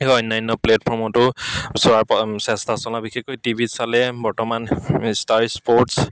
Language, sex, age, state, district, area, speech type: Assamese, male, 30-45, Assam, Dibrugarh, rural, spontaneous